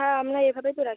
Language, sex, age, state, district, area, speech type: Bengali, female, 18-30, West Bengal, Uttar Dinajpur, urban, conversation